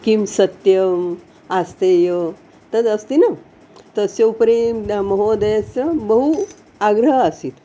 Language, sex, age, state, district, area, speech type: Sanskrit, female, 60+, Maharashtra, Nagpur, urban, spontaneous